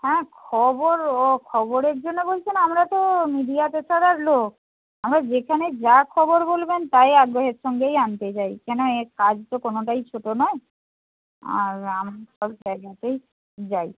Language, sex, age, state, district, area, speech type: Bengali, female, 30-45, West Bengal, Purba Medinipur, rural, conversation